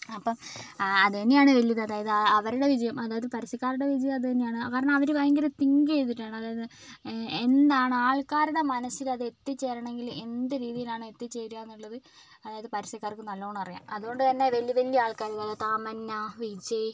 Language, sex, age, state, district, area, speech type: Malayalam, female, 18-30, Kerala, Wayanad, rural, spontaneous